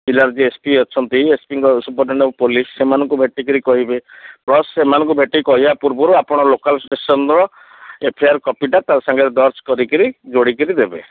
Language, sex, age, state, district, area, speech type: Odia, male, 30-45, Odisha, Kendrapara, urban, conversation